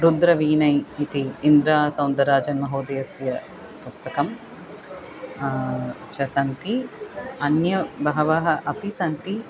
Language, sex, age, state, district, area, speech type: Sanskrit, female, 30-45, Tamil Nadu, Chennai, urban, spontaneous